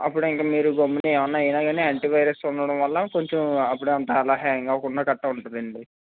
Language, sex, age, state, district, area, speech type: Telugu, male, 18-30, Andhra Pradesh, West Godavari, rural, conversation